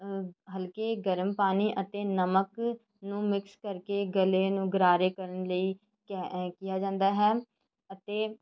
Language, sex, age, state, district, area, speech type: Punjabi, female, 18-30, Punjab, Shaheed Bhagat Singh Nagar, rural, spontaneous